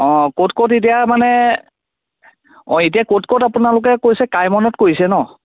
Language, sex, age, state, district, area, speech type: Assamese, male, 30-45, Assam, Sivasagar, urban, conversation